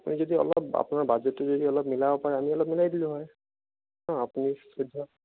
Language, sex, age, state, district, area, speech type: Assamese, male, 30-45, Assam, Sonitpur, rural, conversation